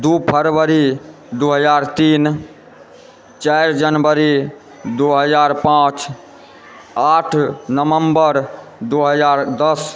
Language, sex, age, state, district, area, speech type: Maithili, male, 18-30, Bihar, Supaul, rural, spontaneous